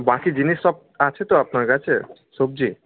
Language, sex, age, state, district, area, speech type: Bengali, male, 18-30, West Bengal, Malda, rural, conversation